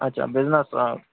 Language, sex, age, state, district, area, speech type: Marathi, male, 30-45, Maharashtra, Akola, rural, conversation